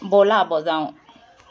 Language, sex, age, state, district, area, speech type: Assamese, female, 45-60, Assam, Charaideo, urban, read